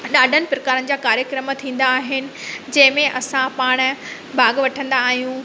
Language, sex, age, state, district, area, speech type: Sindhi, female, 30-45, Madhya Pradesh, Katni, urban, spontaneous